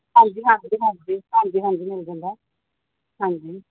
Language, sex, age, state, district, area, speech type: Punjabi, female, 30-45, Punjab, Gurdaspur, urban, conversation